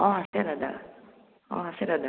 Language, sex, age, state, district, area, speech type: Assamese, male, 18-30, Assam, Morigaon, rural, conversation